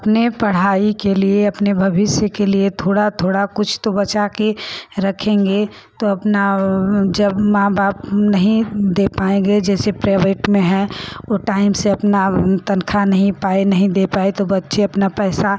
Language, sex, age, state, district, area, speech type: Hindi, female, 30-45, Uttar Pradesh, Ghazipur, rural, spontaneous